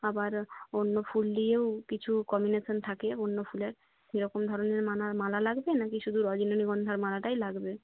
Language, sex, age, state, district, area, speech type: Bengali, female, 30-45, West Bengal, Jhargram, rural, conversation